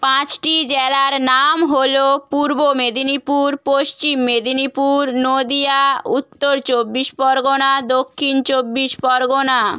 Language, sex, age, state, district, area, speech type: Bengali, female, 18-30, West Bengal, Bankura, urban, spontaneous